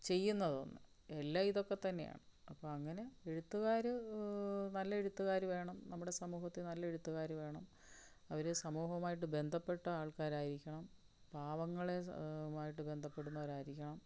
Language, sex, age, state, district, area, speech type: Malayalam, female, 45-60, Kerala, Palakkad, rural, spontaneous